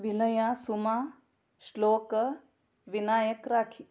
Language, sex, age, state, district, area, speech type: Kannada, female, 30-45, Karnataka, Shimoga, rural, spontaneous